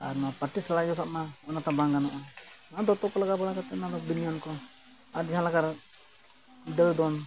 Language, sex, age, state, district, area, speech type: Santali, male, 45-60, Odisha, Mayurbhanj, rural, spontaneous